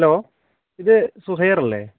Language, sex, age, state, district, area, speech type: Malayalam, male, 30-45, Kerala, Kozhikode, urban, conversation